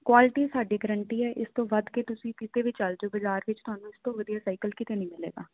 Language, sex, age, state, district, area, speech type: Punjabi, female, 18-30, Punjab, Jalandhar, urban, conversation